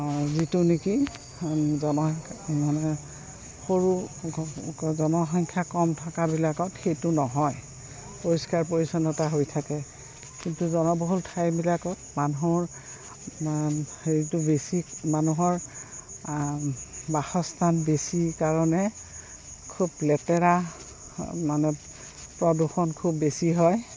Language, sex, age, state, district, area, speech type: Assamese, female, 60+, Assam, Goalpara, urban, spontaneous